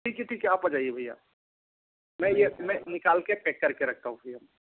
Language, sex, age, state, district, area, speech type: Hindi, male, 60+, Madhya Pradesh, Bhopal, urban, conversation